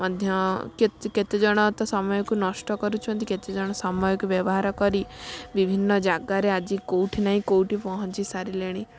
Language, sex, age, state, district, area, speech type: Odia, female, 30-45, Odisha, Kalahandi, rural, spontaneous